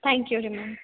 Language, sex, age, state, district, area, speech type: Kannada, female, 18-30, Karnataka, Gulbarga, urban, conversation